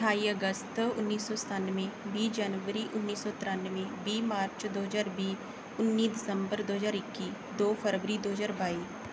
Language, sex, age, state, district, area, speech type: Punjabi, female, 18-30, Punjab, Bathinda, rural, spontaneous